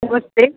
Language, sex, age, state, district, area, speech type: Hindi, female, 18-30, Rajasthan, Jodhpur, urban, conversation